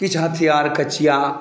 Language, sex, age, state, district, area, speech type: Maithili, male, 45-60, Bihar, Saharsa, urban, spontaneous